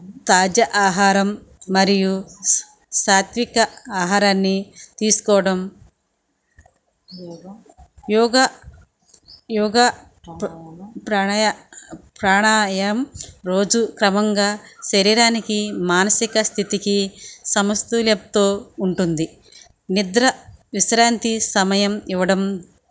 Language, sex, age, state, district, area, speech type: Telugu, female, 45-60, Andhra Pradesh, Krishna, rural, spontaneous